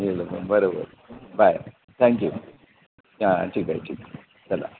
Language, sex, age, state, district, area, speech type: Marathi, male, 60+, Maharashtra, Palghar, rural, conversation